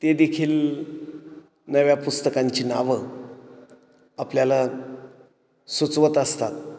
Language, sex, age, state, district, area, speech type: Marathi, male, 45-60, Maharashtra, Ahmednagar, urban, spontaneous